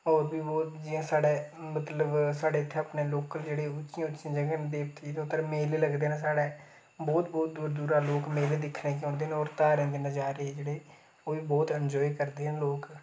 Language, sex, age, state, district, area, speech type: Dogri, male, 18-30, Jammu and Kashmir, Reasi, rural, spontaneous